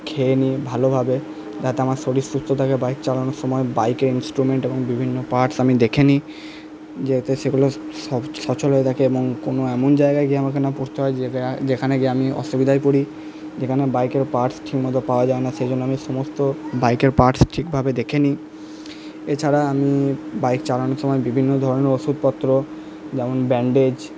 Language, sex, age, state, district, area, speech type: Bengali, male, 18-30, West Bengal, Purba Bardhaman, urban, spontaneous